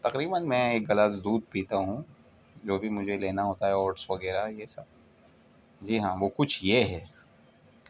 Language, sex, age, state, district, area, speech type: Urdu, male, 18-30, Delhi, Central Delhi, urban, spontaneous